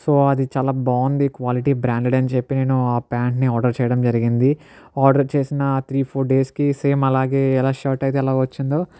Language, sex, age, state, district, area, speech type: Telugu, male, 60+, Andhra Pradesh, Kakinada, urban, spontaneous